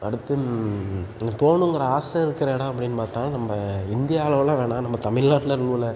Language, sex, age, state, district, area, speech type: Tamil, male, 18-30, Tamil Nadu, Tiruchirappalli, rural, spontaneous